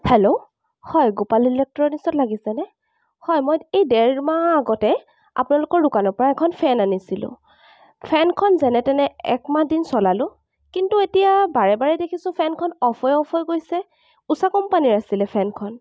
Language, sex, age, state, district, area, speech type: Assamese, female, 18-30, Assam, Charaideo, urban, spontaneous